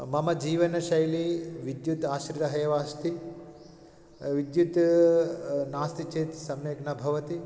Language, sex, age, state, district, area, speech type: Sanskrit, male, 45-60, Telangana, Karimnagar, urban, spontaneous